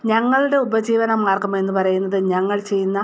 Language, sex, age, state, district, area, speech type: Malayalam, female, 30-45, Kerala, Wayanad, rural, spontaneous